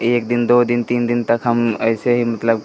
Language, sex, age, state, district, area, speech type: Hindi, male, 18-30, Uttar Pradesh, Pratapgarh, urban, spontaneous